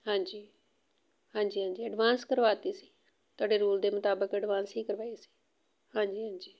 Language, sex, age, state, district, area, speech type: Punjabi, female, 45-60, Punjab, Amritsar, urban, spontaneous